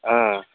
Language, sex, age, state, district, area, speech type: Gujarati, male, 18-30, Gujarat, Anand, rural, conversation